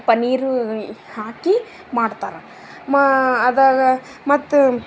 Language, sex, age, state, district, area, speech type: Kannada, female, 30-45, Karnataka, Bidar, urban, spontaneous